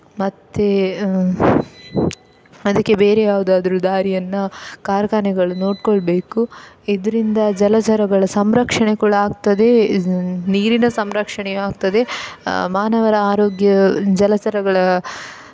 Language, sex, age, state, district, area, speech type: Kannada, female, 18-30, Karnataka, Udupi, urban, spontaneous